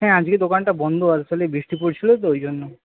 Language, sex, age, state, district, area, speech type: Bengali, male, 18-30, West Bengal, Nadia, rural, conversation